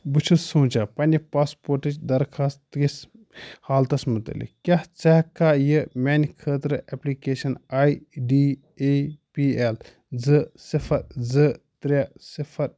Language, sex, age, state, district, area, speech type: Kashmiri, male, 18-30, Jammu and Kashmir, Ganderbal, rural, read